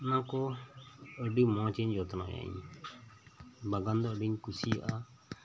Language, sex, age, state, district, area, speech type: Santali, male, 30-45, West Bengal, Birbhum, rural, spontaneous